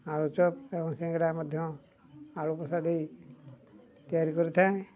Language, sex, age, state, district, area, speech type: Odia, male, 60+, Odisha, Mayurbhanj, rural, spontaneous